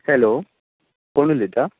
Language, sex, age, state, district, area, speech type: Goan Konkani, male, 45-60, Goa, Tiswadi, rural, conversation